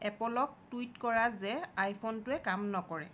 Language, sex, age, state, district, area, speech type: Assamese, female, 30-45, Assam, Sonitpur, rural, read